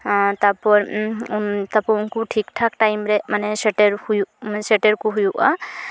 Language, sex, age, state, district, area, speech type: Santali, female, 18-30, West Bengal, Purulia, rural, spontaneous